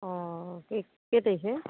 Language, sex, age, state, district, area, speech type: Assamese, female, 60+, Assam, Dibrugarh, rural, conversation